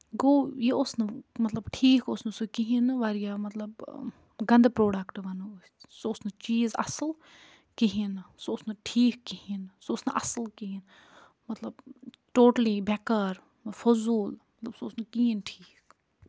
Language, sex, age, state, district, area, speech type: Kashmiri, female, 45-60, Jammu and Kashmir, Budgam, rural, spontaneous